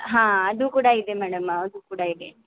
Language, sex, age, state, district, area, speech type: Kannada, female, 18-30, Karnataka, Belgaum, rural, conversation